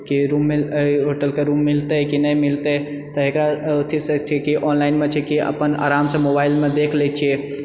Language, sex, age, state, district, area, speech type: Maithili, male, 30-45, Bihar, Purnia, rural, spontaneous